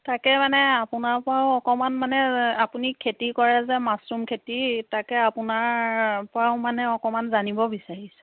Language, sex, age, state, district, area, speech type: Assamese, female, 60+, Assam, Biswanath, rural, conversation